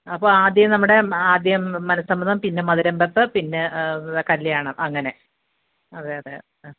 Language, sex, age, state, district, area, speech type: Malayalam, female, 45-60, Kerala, Kottayam, urban, conversation